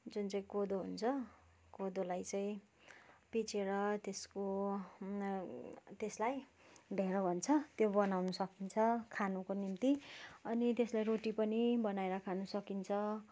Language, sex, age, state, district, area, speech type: Nepali, female, 30-45, West Bengal, Kalimpong, rural, spontaneous